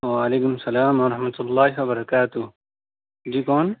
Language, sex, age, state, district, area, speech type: Urdu, male, 18-30, Delhi, South Delhi, urban, conversation